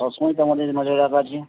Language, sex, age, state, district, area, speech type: Bengali, male, 30-45, West Bengal, Howrah, urban, conversation